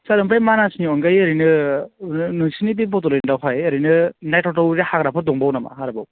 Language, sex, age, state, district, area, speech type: Bodo, male, 18-30, Assam, Baksa, rural, conversation